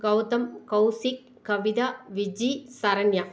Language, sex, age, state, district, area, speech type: Tamil, female, 45-60, Tamil Nadu, Tiruppur, rural, spontaneous